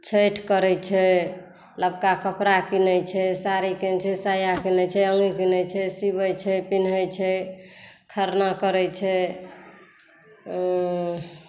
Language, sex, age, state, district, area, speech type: Maithili, female, 60+, Bihar, Saharsa, rural, spontaneous